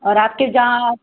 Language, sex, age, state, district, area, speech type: Hindi, female, 18-30, Uttar Pradesh, Pratapgarh, rural, conversation